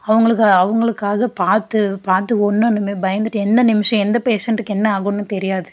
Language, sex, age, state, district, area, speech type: Tamil, female, 18-30, Tamil Nadu, Dharmapuri, rural, spontaneous